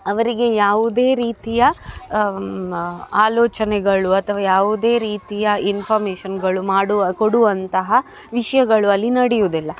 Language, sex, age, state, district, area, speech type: Kannada, female, 30-45, Karnataka, Dakshina Kannada, urban, spontaneous